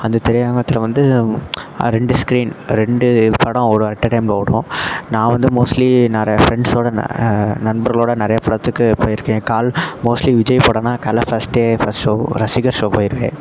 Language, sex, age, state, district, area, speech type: Tamil, male, 18-30, Tamil Nadu, Perambalur, rural, spontaneous